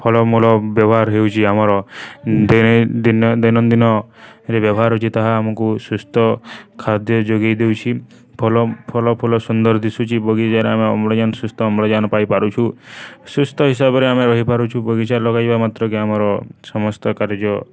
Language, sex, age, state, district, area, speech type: Odia, male, 30-45, Odisha, Balangir, urban, spontaneous